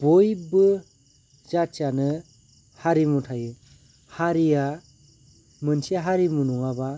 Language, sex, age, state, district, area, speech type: Bodo, male, 30-45, Assam, Kokrajhar, rural, spontaneous